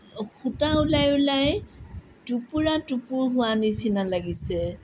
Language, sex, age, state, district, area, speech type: Assamese, female, 45-60, Assam, Sonitpur, urban, spontaneous